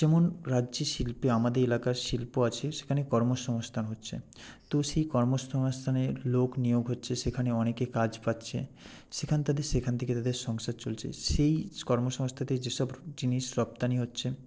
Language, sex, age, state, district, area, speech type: Bengali, male, 18-30, West Bengal, Purba Medinipur, rural, spontaneous